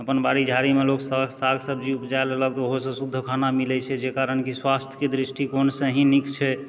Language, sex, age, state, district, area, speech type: Maithili, male, 30-45, Bihar, Supaul, rural, spontaneous